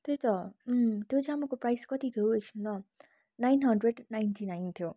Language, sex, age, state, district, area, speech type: Nepali, female, 18-30, West Bengal, Kalimpong, rural, spontaneous